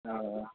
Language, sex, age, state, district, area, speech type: Bodo, male, 30-45, Assam, Kokrajhar, rural, conversation